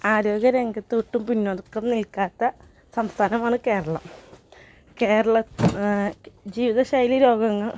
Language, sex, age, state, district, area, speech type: Malayalam, female, 18-30, Kerala, Ernakulam, rural, spontaneous